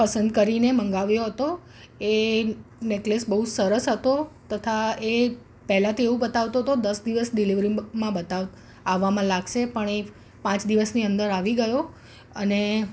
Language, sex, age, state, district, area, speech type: Gujarati, female, 30-45, Gujarat, Ahmedabad, urban, spontaneous